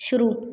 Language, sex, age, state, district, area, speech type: Hindi, female, 18-30, Madhya Pradesh, Gwalior, rural, read